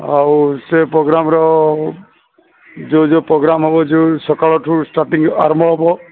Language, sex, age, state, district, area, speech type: Odia, male, 45-60, Odisha, Sambalpur, rural, conversation